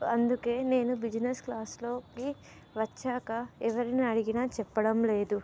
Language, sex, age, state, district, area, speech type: Telugu, female, 18-30, Telangana, Nizamabad, urban, spontaneous